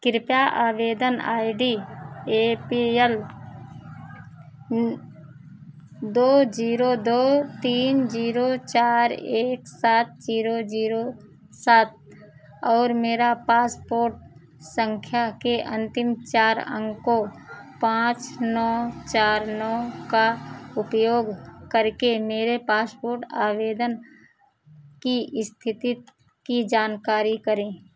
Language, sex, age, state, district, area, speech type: Hindi, female, 45-60, Uttar Pradesh, Ayodhya, rural, read